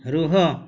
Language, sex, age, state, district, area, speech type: Odia, male, 45-60, Odisha, Mayurbhanj, rural, read